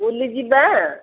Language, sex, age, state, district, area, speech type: Odia, female, 45-60, Odisha, Gajapati, rural, conversation